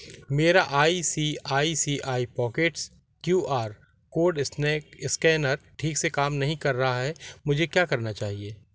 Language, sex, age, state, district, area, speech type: Hindi, male, 45-60, Madhya Pradesh, Jabalpur, urban, read